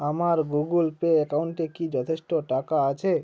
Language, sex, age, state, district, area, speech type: Bengali, male, 45-60, West Bengal, Hooghly, urban, read